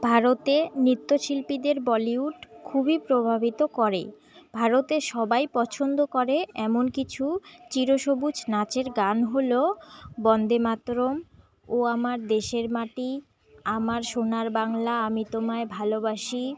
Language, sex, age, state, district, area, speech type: Bengali, female, 18-30, West Bengal, Jalpaiguri, rural, spontaneous